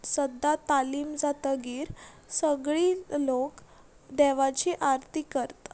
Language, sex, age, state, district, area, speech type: Goan Konkani, female, 18-30, Goa, Ponda, rural, spontaneous